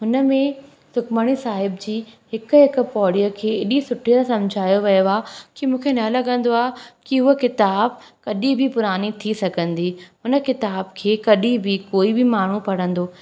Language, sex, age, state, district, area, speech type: Sindhi, female, 18-30, Madhya Pradesh, Katni, rural, spontaneous